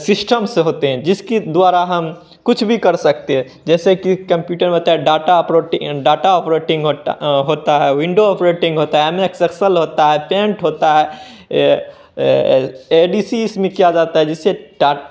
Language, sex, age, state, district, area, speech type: Hindi, male, 18-30, Bihar, Begusarai, rural, spontaneous